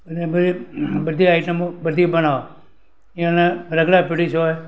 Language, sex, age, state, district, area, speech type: Gujarati, male, 60+, Gujarat, Valsad, rural, spontaneous